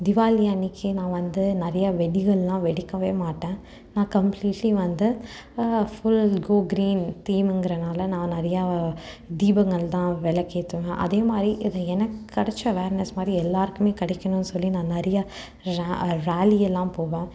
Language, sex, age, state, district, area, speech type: Tamil, female, 18-30, Tamil Nadu, Salem, urban, spontaneous